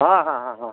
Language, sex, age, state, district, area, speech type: Odia, male, 60+, Odisha, Kandhamal, rural, conversation